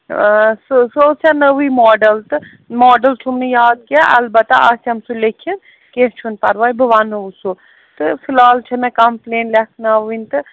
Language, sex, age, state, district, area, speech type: Kashmiri, female, 30-45, Jammu and Kashmir, Srinagar, urban, conversation